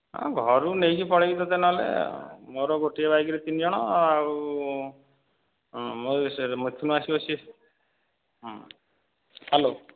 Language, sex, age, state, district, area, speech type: Odia, male, 30-45, Odisha, Dhenkanal, rural, conversation